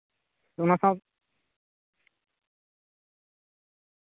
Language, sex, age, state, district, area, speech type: Santali, male, 30-45, West Bengal, Paschim Bardhaman, rural, conversation